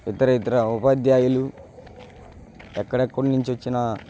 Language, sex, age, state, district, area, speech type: Telugu, male, 18-30, Andhra Pradesh, Bapatla, rural, spontaneous